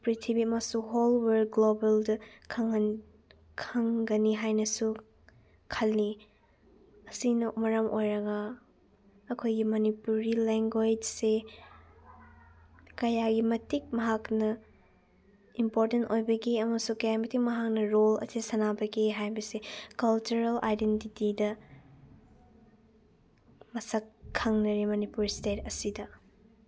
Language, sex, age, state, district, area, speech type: Manipuri, female, 18-30, Manipur, Chandel, rural, spontaneous